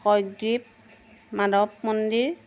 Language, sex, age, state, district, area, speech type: Assamese, female, 30-45, Assam, Jorhat, urban, spontaneous